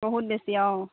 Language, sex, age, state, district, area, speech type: Assamese, female, 30-45, Assam, Lakhimpur, rural, conversation